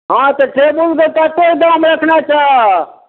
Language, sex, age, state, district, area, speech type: Maithili, male, 60+, Bihar, Darbhanga, rural, conversation